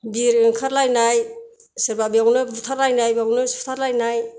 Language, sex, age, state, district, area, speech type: Bodo, female, 60+, Assam, Kokrajhar, rural, spontaneous